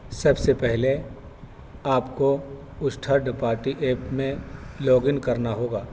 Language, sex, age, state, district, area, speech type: Urdu, male, 30-45, Delhi, North East Delhi, urban, spontaneous